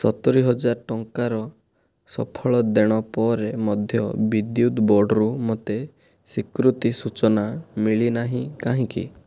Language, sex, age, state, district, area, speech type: Odia, male, 30-45, Odisha, Kandhamal, rural, read